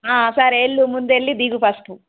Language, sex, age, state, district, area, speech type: Telugu, female, 30-45, Telangana, Suryapet, urban, conversation